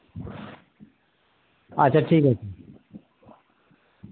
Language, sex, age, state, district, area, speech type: Bengali, male, 60+, West Bengal, Murshidabad, rural, conversation